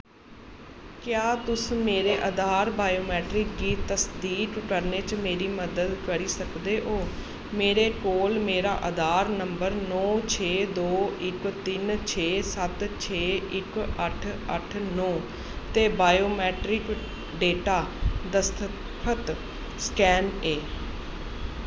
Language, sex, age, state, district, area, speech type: Dogri, female, 30-45, Jammu and Kashmir, Jammu, urban, read